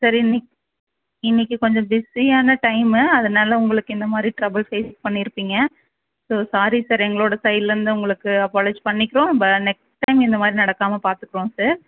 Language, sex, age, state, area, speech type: Tamil, female, 30-45, Tamil Nadu, rural, conversation